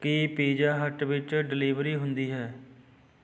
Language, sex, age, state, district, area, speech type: Punjabi, male, 30-45, Punjab, Fatehgarh Sahib, rural, read